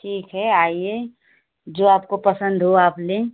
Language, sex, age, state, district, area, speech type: Hindi, female, 30-45, Uttar Pradesh, Azamgarh, rural, conversation